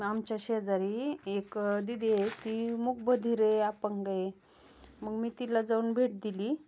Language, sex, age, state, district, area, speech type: Marathi, female, 30-45, Maharashtra, Osmanabad, rural, spontaneous